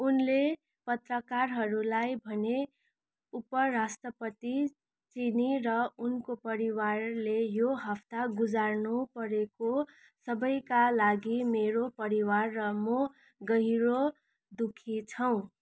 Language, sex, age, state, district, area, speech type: Nepali, female, 30-45, West Bengal, Darjeeling, rural, read